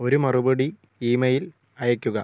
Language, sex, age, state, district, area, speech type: Malayalam, male, 18-30, Kerala, Kozhikode, rural, read